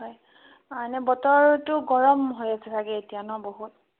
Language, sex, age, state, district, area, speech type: Assamese, female, 18-30, Assam, Darrang, rural, conversation